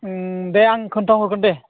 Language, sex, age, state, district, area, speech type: Bodo, male, 30-45, Assam, Udalguri, rural, conversation